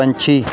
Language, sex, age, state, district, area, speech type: Punjabi, male, 30-45, Punjab, Pathankot, rural, read